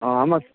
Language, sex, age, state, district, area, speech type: Goan Konkani, male, 45-60, Goa, Tiswadi, rural, conversation